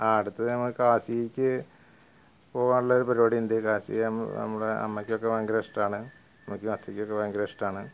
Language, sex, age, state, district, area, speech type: Malayalam, male, 45-60, Kerala, Malappuram, rural, spontaneous